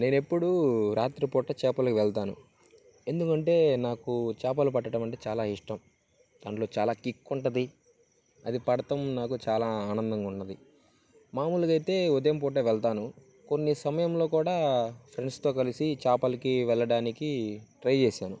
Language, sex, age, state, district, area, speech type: Telugu, male, 18-30, Andhra Pradesh, Bapatla, urban, spontaneous